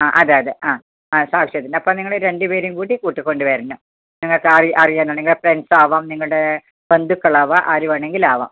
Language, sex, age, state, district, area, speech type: Malayalam, female, 60+, Kerala, Kasaragod, urban, conversation